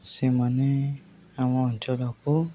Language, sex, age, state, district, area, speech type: Odia, male, 18-30, Odisha, Nuapada, urban, spontaneous